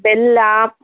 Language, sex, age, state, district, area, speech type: Kannada, female, 45-60, Karnataka, Chikkaballapur, rural, conversation